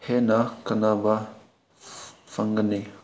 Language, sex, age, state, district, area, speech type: Manipuri, male, 18-30, Manipur, Senapati, rural, spontaneous